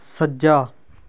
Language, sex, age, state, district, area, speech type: Punjabi, male, 18-30, Punjab, Fatehgarh Sahib, rural, read